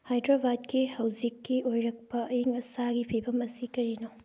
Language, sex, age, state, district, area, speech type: Manipuri, female, 18-30, Manipur, Thoubal, rural, read